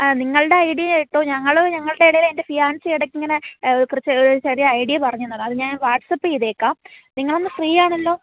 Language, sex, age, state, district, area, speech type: Malayalam, female, 18-30, Kerala, Thiruvananthapuram, rural, conversation